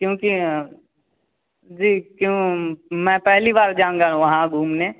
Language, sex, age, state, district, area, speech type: Hindi, male, 18-30, Bihar, Samastipur, rural, conversation